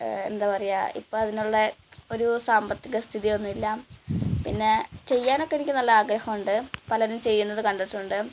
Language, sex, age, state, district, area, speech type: Malayalam, female, 18-30, Kerala, Malappuram, rural, spontaneous